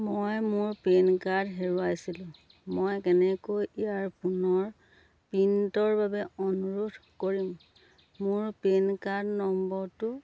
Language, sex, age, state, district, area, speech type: Assamese, female, 30-45, Assam, Dhemaji, rural, read